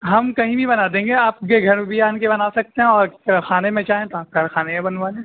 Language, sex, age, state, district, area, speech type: Urdu, male, 18-30, Uttar Pradesh, Rampur, urban, conversation